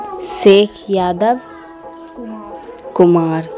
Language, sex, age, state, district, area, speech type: Urdu, female, 18-30, Bihar, Khagaria, rural, spontaneous